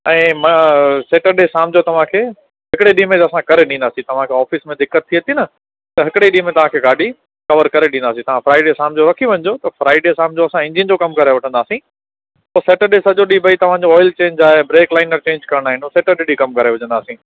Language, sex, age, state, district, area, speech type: Sindhi, male, 30-45, Gujarat, Kutch, urban, conversation